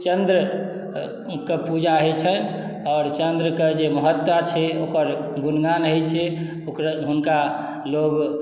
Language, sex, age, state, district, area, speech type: Maithili, male, 45-60, Bihar, Madhubani, rural, spontaneous